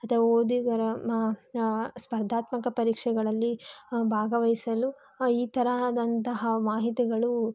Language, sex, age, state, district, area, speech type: Kannada, female, 30-45, Karnataka, Tumkur, rural, spontaneous